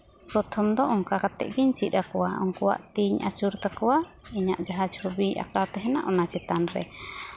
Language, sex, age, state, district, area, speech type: Santali, female, 18-30, West Bengal, Uttar Dinajpur, rural, spontaneous